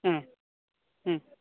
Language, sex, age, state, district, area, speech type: Kannada, female, 30-45, Karnataka, Uttara Kannada, rural, conversation